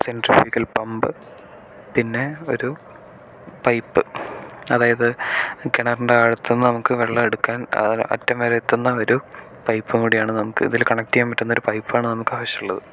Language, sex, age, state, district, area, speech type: Malayalam, male, 18-30, Kerala, Thrissur, rural, spontaneous